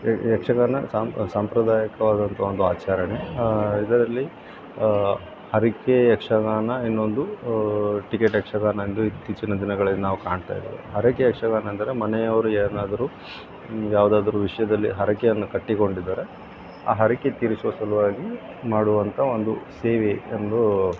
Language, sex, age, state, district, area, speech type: Kannada, male, 30-45, Karnataka, Udupi, rural, spontaneous